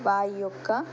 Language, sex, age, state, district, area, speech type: Telugu, female, 18-30, Telangana, Nirmal, rural, spontaneous